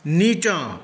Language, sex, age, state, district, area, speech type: Maithili, male, 60+, Bihar, Saharsa, urban, read